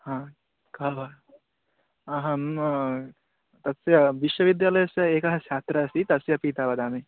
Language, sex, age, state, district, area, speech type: Sanskrit, male, 18-30, West Bengal, Paschim Medinipur, urban, conversation